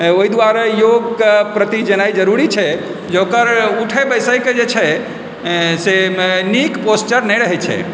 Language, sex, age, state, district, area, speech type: Maithili, male, 45-60, Bihar, Supaul, urban, spontaneous